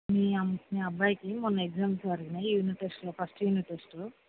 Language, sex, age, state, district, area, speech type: Telugu, female, 45-60, Telangana, Hyderabad, urban, conversation